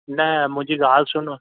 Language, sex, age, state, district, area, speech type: Sindhi, male, 18-30, Rajasthan, Ajmer, urban, conversation